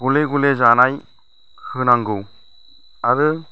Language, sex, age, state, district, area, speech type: Bodo, male, 45-60, Assam, Chirang, rural, spontaneous